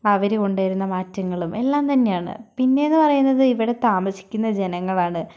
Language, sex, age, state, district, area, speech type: Malayalam, female, 18-30, Kerala, Wayanad, rural, spontaneous